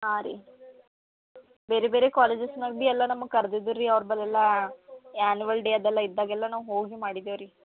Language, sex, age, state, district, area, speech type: Kannada, female, 18-30, Karnataka, Bidar, urban, conversation